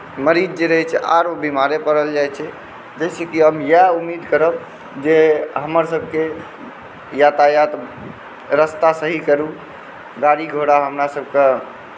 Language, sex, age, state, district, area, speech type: Maithili, male, 30-45, Bihar, Saharsa, rural, spontaneous